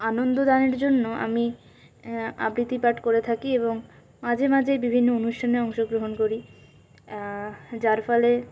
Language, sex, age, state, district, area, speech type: Bengali, female, 30-45, West Bengal, Purulia, urban, spontaneous